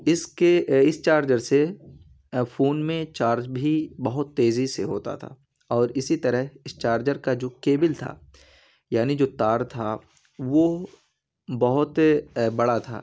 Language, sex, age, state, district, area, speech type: Urdu, male, 18-30, Uttar Pradesh, Ghaziabad, urban, spontaneous